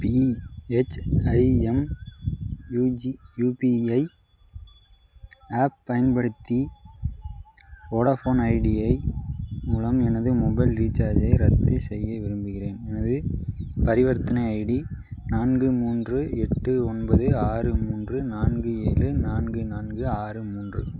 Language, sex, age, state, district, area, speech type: Tamil, male, 18-30, Tamil Nadu, Madurai, urban, read